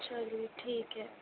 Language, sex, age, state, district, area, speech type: Urdu, female, 30-45, Uttar Pradesh, Aligarh, rural, conversation